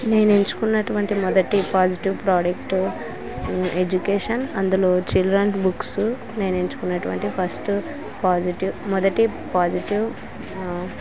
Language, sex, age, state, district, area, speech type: Telugu, female, 30-45, Andhra Pradesh, Kurnool, rural, spontaneous